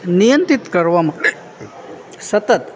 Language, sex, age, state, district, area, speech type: Gujarati, male, 30-45, Gujarat, Junagadh, rural, spontaneous